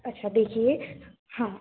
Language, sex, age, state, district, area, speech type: Hindi, female, 18-30, Madhya Pradesh, Balaghat, rural, conversation